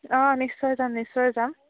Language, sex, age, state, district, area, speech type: Assamese, female, 18-30, Assam, Biswanath, rural, conversation